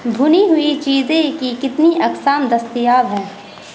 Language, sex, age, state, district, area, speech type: Urdu, female, 30-45, Bihar, Supaul, rural, read